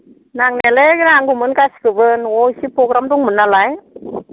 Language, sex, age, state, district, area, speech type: Bodo, female, 45-60, Assam, Baksa, rural, conversation